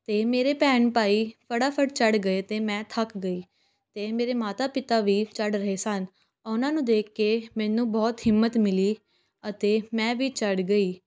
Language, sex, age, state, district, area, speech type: Punjabi, female, 18-30, Punjab, Patiala, urban, spontaneous